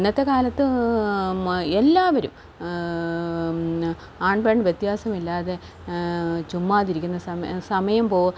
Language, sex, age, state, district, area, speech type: Malayalam, female, 45-60, Kerala, Kottayam, urban, spontaneous